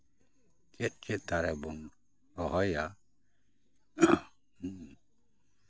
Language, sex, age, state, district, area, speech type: Santali, male, 60+, West Bengal, Bankura, rural, spontaneous